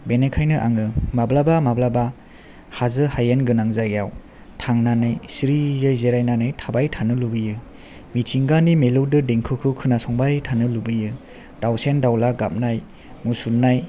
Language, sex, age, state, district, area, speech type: Bodo, male, 18-30, Assam, Chirang, urban, spontaneous